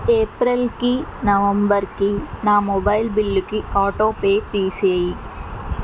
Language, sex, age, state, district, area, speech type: Telugu, female, 60+, Andhra Pradesh, N T Rama Rao, urban, read